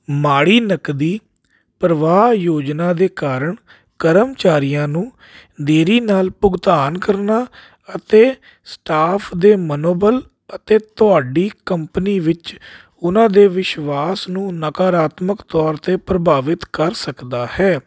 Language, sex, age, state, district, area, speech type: Punjabi, male, 30-45, Punjab, Jalandhar, urban, spontaneous